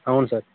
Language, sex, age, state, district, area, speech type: Telugu, male, 18-30, Telangana, Bhadradri Kothagudem, urban, conversation